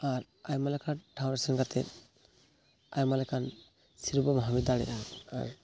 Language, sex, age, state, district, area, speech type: Santali, male, 18-30, West Bengal, Purulia, rural, spontaneous